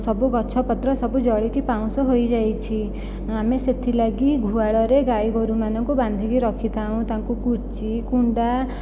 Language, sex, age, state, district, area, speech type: Odia, female, 18-30, Odisha, Jajpur, rural, spontaneous